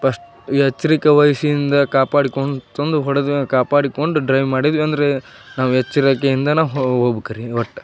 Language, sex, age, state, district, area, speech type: Kannada, male, 30-45, Karnataka, Gadag, rural, spontaneous